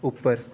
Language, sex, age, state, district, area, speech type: Punjabi, male, 18-30, Punjab, Fatehgarh Sahib, rural, read